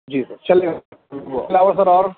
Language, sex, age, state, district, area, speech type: Urdu, male, 30-45, Maharashtra, Nashik, urban, conversation